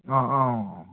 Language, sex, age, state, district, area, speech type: Nepali, male, 60+, West Bengal, Jalpaiguri, urban, conversation